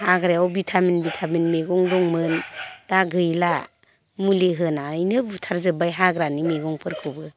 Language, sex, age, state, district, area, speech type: Bodo, female, 60+, Assam, Chirang, rural, spontaneous